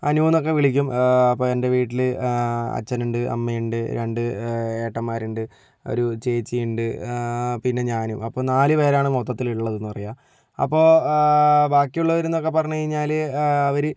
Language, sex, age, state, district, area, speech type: Malayalam, male, 60+, Kerala, Kozhikode, urban, spontaneous